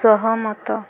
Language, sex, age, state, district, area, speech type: Odia, female, 18-30, Odisha, Subarnapur, urban, read